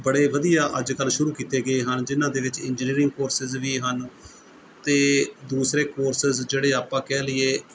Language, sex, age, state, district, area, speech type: Punjabi, male, 45-60, Punjab, Mohali, urban, spontaneous